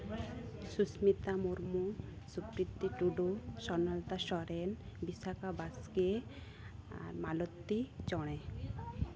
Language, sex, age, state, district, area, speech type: Santali, female, 18-30, West Bengal, Malda, rural, spontaneous